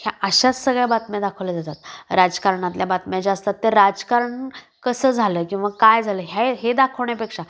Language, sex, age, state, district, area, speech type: Marathi, female, 30-45, Maharashtra, Kolhapur, urban, spontaneous